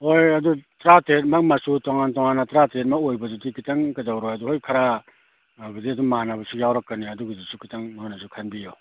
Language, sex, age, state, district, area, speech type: Manipuri, male, 60+, Manipur, Kakching, rural, conversation